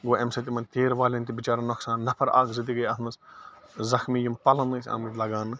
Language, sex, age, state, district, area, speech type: Kashmiri, male, 45-60, Jammu and Kashmir, Bandipora, rural, spontaneous